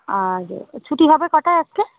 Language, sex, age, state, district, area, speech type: Bengali, female, 18-30, West Bengal, Cooch Behar, urban, conversation